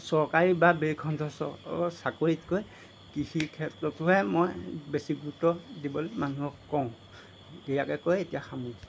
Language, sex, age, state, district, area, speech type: Assamese, male, 60+, Assam, Golaghat, rural, spontaneous